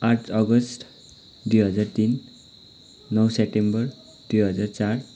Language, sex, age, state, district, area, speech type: Nepali, male, 18-30, West Bengal, Kalimpong, rural, spontaneous